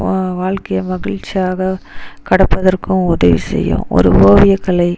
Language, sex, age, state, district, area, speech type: Tamil, female, 30-45, Tamil Nadu, Dharmapuri, rural, spontaneous